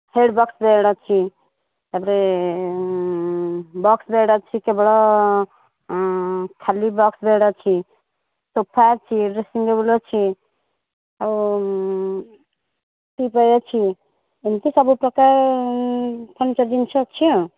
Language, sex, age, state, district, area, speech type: Odia, female, 45-60, Odisha, Nayagarh, rural, conversation